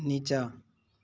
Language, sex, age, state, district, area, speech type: Maithili, male, 45-60, Bihar, Muzaffarpur, urban, read